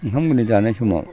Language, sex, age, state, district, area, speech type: Bodo, male, 60+, Assam, Udalguri, rural, spontaneous